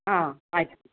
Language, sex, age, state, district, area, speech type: Kannada, female, 30-45, Karnataka, Chikkaballapur, rural, conversation